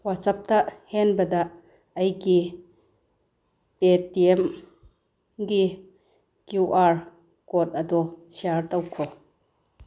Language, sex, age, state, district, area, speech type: Manipuri, female, 45-60, Manipur, Bishnupur, rural, read